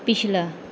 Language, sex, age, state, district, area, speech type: Punjabi, female, 18-30, Punjab, Bathinda, rural, read